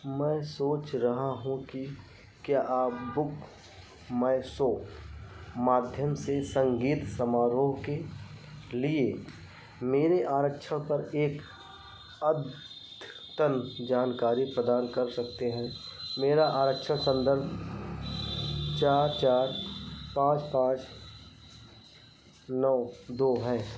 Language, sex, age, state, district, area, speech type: Hindi, male, 45-60, Uttar Pradesh, Ayodhya, rural, read